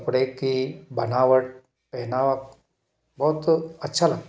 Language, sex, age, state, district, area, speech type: Hindi, male, 30-45, Madhya Pradesh, Ujjain, urban, spontaneous